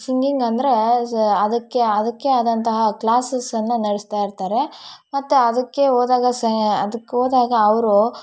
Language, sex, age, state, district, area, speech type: Kannada, female, 18-30, Karnataka, Kolar, rural, spontaneous